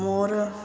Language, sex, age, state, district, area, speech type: Punjabi, female, 60+, Punjab, Ludhiana, urban, spontaneous